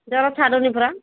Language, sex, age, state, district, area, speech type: Odia, female, 45-60, Odisha, Angul, rural, conversation